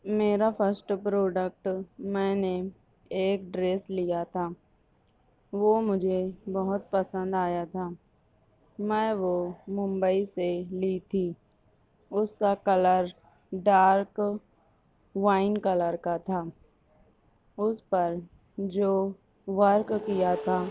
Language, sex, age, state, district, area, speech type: Urdu, female, 18-30, Maharashtra, Nashik, urban, spontaneous